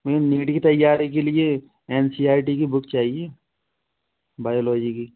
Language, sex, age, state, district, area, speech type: Hindi, male, 18-30, Madhya Pradesh, Gwalior, rural, conversation